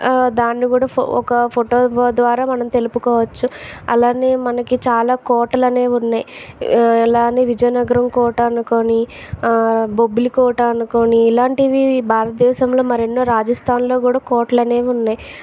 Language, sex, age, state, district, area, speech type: Telugu, female, 30-45, Andhra Pradesh, Vizianagaram, rural, spontaneous